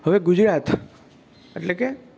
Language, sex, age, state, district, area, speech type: Gujarati, male, 18-30, Gujarat, Rajkot, urban, spontaneous